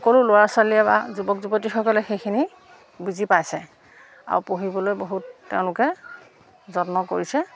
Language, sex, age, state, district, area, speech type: Assamese, female, 60+, Assam, Majuli, urban, spontaneous